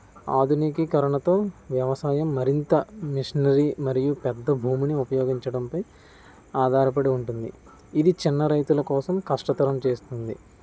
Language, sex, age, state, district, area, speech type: Telugu, male, 30-45, Andhra Pradesh, Kakinada, rural, spontaneous